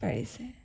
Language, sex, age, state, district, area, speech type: Assamese, male, 18-30, Assam, Sonitpur, rural, spontaneous